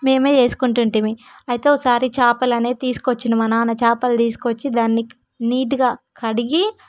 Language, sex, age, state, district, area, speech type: Telugu, female, 18-30, Telangana, Hyderabad, rural, spontaneous